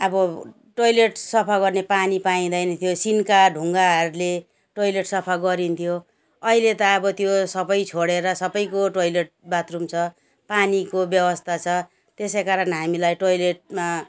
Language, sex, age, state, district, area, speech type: Nepali, female, 60+, West Bengal, Jalpaiguri, rural, spontaneous